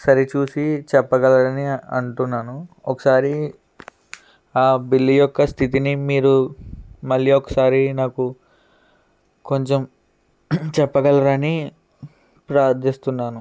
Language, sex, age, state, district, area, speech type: Telugu, male, 18-30, Andhra Pradesh, N T Rama Rao, rural, spontaneous